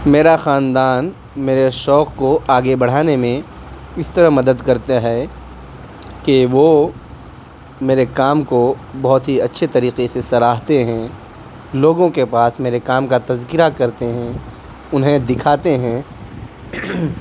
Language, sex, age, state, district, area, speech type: Urdu, male, 18-30, Delhi, South Delhi, urban, spontaneous